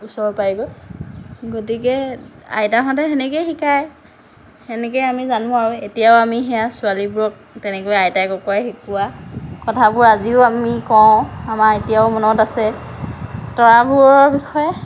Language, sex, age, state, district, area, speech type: Assamese, female, 45-60, Assam, Lakhimpur, rural, spontaneous